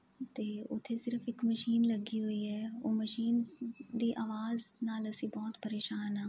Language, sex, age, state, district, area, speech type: Punjabi, female, 30-45, Punjab, Jalandhar, urban, spontaneous